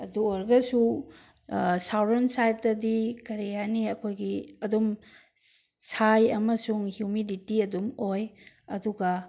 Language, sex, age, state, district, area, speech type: Manipuri, female, 60+, Manipur, Bishnupur, rural, spontaneous